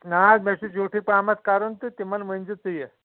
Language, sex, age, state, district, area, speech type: Kashmiri, male, 30-45, Jammu and Kashmir, Anantnag, rural, conversation